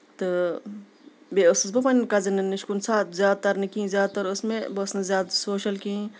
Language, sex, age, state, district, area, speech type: Kashmiri, female, 30-45, Jammu and Kashmir, Kupwara, urban, spontaneous